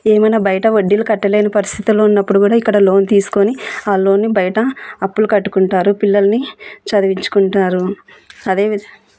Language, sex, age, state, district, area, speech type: Telugu, female, 30-45, Andhra Pradesh, Kurnool, rural, spontaneous